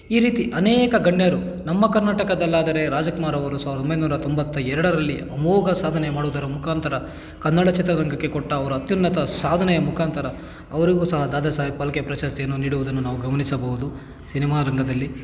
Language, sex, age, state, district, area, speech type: Kannada, male, 18-30, Karnataka, Kolar, rural, spontaneous